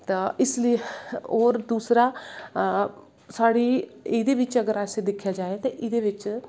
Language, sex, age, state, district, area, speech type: Dogri, female, 30-45, Jammu and Kashmir, Kathua, rural, spontaneous